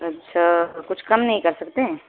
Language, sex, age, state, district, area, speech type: Urdu, female, 18-30, Uttar Pradesh, Balrampur, rural, conversation